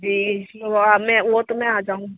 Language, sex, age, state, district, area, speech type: Urdu, female, 30-45, Uttar Pradesh, Muzaffarnagar, urban, conversation